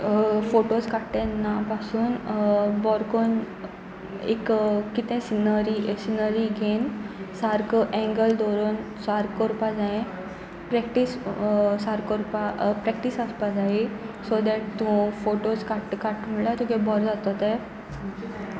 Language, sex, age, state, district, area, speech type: Goan Konkani, female, 18-30, Goa, Sanguem, rural, spontaneous